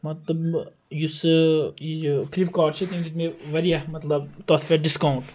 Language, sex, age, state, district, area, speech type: Kashmiri, male, 18-30, Jammu and Kashmir, Kupwara, rural, spontaneous